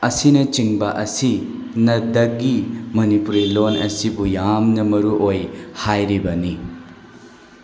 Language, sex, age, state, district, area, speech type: Manipuri, male, 18-30, Manipur, Bishnupur, rural, spontaneous